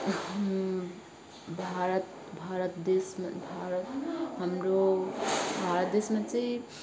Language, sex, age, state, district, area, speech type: Nepali, female, 30-45, West Bengal, Alipurduar, urban, spontaneous